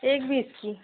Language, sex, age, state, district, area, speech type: Hindi, female, 30-45, Madhya Pradesh, Chhindwara, urban, conversation